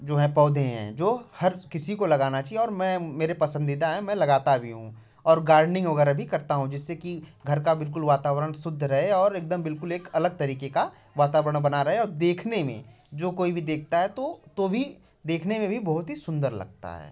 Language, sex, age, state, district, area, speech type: Hindi, male, 18-30, Uttar Pradesh, Prayagraj, urban, spontaneous